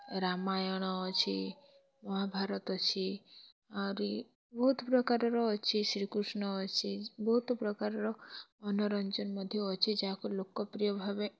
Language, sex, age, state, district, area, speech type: Odia, female, 18-30, Odisha, Kalahandi, rural, spontaneous